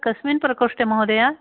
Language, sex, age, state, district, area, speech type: Sanskrit, female, 60+, Karnataka, Uttara Kannada, urban, conversation